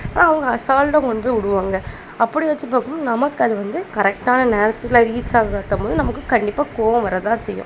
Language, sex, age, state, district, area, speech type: Tamil, female, 18-30, Tamil Nadu, Kanyakumari, rural, spontaneous